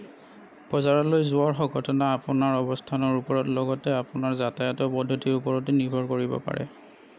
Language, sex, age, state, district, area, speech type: Assamese, male, 30-45, Assam, Darrang, rural, read